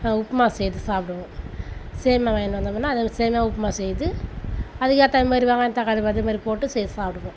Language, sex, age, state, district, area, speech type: Tamil, female, 30-45, Tamil Nadu, Tiruvannamalai, rural, spontaneous